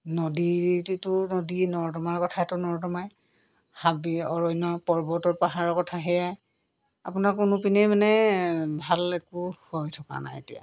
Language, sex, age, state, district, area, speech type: Assamese, female, 45-60, Assam, Golaghat, urban, spontaneous